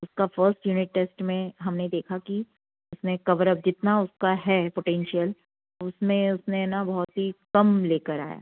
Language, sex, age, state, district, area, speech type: Hindi, female, 45-60, Madhya Pradesh, Jabalpur, urban, conversation